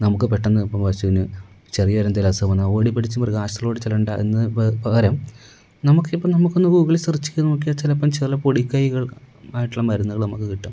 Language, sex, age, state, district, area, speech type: Malayalam, male, 18-30, Kerala, Kollam, rural, spontaneous